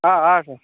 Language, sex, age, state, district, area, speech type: Kannada, male, 30-45, Karnataka, Raichur, rural, conversation